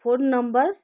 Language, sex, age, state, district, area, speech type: Nepali, female, 30-45, West Bengal, Kalimpong, rural, read